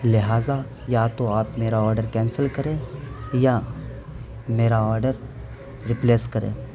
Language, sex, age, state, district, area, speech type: Urdu, male, 18-30, Bihar, Saharsa, rural, spontaneous